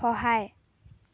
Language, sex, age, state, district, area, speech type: Assamese, female, 18-30, Assam, Dhemaji, rural, read